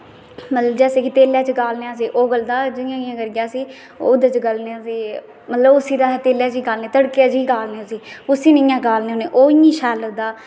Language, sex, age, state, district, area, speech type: Dogri, female, 18-30, Jammu and Kashmir, Kathua, rural, spontaneous